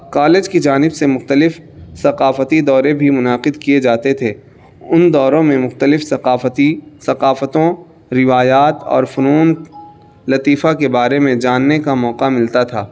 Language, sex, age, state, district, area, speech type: Urdu, male, 18-30, Uttar Pradesh, Saharanpur, urban, spontaneous